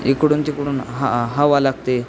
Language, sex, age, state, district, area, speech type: Marathi, male, 18-30, Maharashtra, Osmanabad, rural, spontaneous